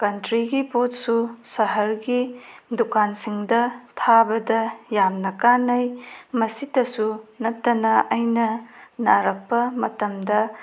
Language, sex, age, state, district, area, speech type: Manipuri, female, 30-45, Manipur, Tengnoupal, rural, spontaneous